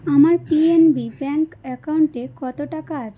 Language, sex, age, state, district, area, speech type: Bengali, female, 18-30, West Bengal, Howrah, urban, read